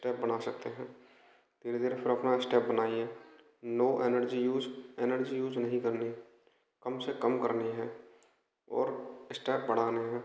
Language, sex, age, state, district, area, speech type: Hindi, male, 18-30, Rajasthan, Bharatpur, rural, spontaneous